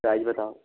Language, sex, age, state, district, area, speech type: Hindi, male, 18-30, Rajasthan, Bharatpur, rural, conversation